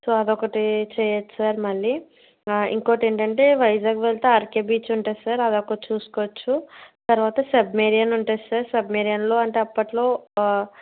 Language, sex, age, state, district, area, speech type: Telugu, female, 30-45, Andhra Pradesh, Kakinada, rural, conversation